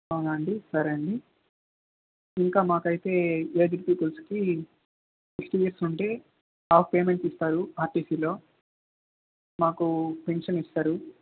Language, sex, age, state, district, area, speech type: Telugu, male, 18-30, Andhra Pradesh, Sri Balaji, rural, conversation